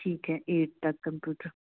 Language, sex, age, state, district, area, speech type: Punjabi, female, 45-60, Punjab, Jalandhar, urban, conversation